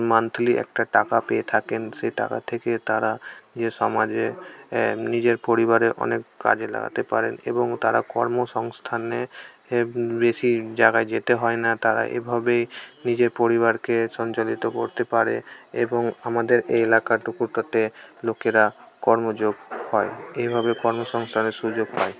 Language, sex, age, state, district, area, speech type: Bengali, male, 18-30, West Bengal, Malda, rural, spontaneous